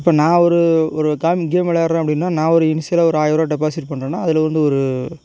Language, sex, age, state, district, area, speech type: Tamil, male, 18-30, Tamil Nadu, Tiruchirappalli, rural, spontaneous